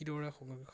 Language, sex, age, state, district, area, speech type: Assamese, male, 18-30, Assam, Majuli, urban, spontaneous